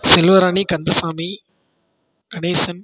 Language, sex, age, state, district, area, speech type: Tamil, male, 18-30, Tamil Nadu, Tiruvarur, rural, spontaneous